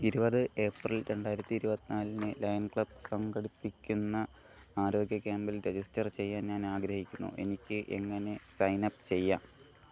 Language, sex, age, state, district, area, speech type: Malayalam, male, 18-30, Kerala, Thiruvananthapuram, rural, read